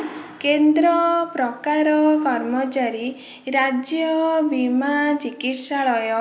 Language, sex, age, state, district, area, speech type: Odia, female, 45-60, Odisha, Dhenkanal, rural, read